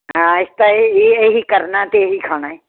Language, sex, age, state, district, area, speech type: Punjabi, female, 60+, Punjab, Barnala, rural, conversation